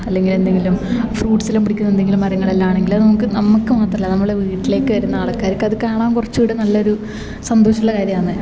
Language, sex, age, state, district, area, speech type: Malayalam, female, 18-30, Kerala, Kasaragod, rural, spontaneous